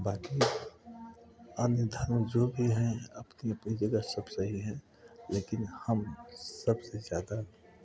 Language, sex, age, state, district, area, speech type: Hindi, male, 45-60, Uttar Pradesh, Prayagraj, rural, spontaneous